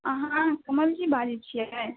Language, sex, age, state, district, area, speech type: Maithili, female, 18-30, Bihar, Madhubani, urban, conversation